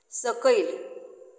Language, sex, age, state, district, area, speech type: Goan Konkani, female, 60+, Goa, Canacona, rural, read